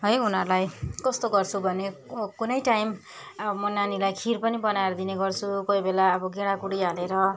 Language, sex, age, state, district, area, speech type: Nepali, female, 30-45, West Bengal, Darjeeling, rural, spontaneous